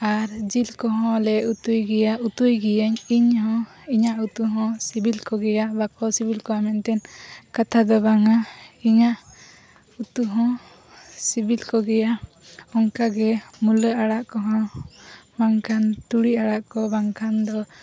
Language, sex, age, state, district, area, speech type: Santali, female, 18-30, Jharkhand, East Singhbhum, rural, spontaneous